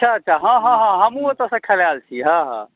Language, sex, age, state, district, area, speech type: Maithili, male, 30-45, Bihar, Madhubani, rural, conversation